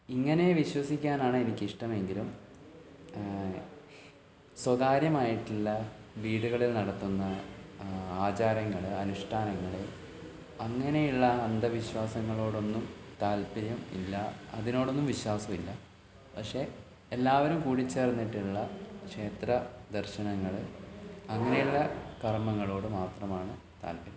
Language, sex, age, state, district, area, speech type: Malayalam, male, 18-30, Kerala, Kannur, rural, spontaneous